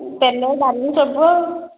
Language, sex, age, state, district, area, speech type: Odia, female, 45-60, Odisha, Angul, rural, conversation